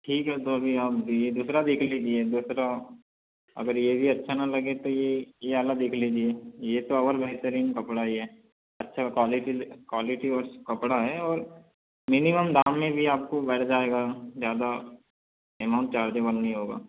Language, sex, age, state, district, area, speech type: Hindi, male, 60+, Madhya Pradesh, Balaghat, rural, conversation